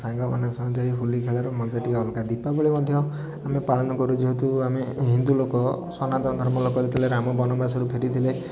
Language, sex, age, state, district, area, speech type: Odia, male, 18-30, Odisha, Puri, urban, spontaneous